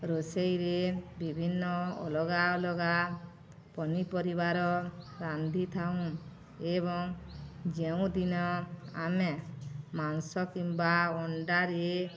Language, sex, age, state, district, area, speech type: Odia, female, 45-60, Odisha, Balangir, urban, spontaneous